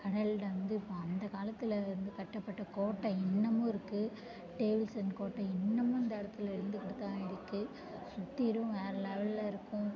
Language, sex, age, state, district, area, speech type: Tamil, female, 18-30, Tamil Nadu, Mayiladuthurai, urban, spontaneous